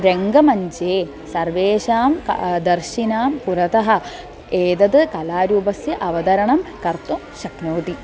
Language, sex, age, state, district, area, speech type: Sanskrit, female, 18-30, Kerala, Thrissur, urban, spontaneous